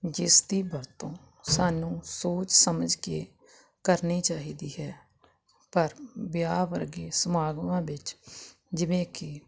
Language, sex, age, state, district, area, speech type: Punjabi, female, 45-60, Punjab, Jalandhar, rural, spontaneous